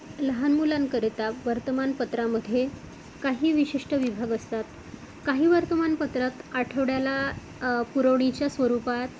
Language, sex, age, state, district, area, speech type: Marathi, female, 45-60, Maharashtra, Amravati, urban, spontaneous